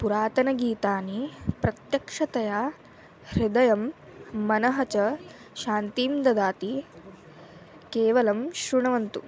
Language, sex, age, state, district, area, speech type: Sanskrit, female, 18-30, Andhra Pradesh, Eluru, rural, spontaneous